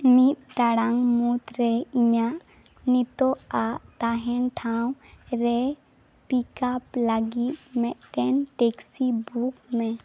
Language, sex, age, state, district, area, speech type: Santali, female, 18-30, West Bengal, Jhargram, rural, read